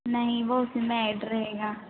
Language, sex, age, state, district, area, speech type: Hindi, female, 30-45, Madhya Pradesh, Harda, urban, conversation